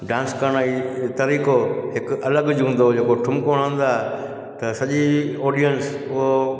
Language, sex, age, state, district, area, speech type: Sindhi, male, 45-60, Gujarat, Junagadh, urban, spontaneous